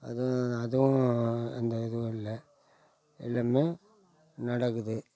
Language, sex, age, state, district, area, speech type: Tamil, male, 60+, Tamil Nadu, Tiruvannamalai, rural, spontaneous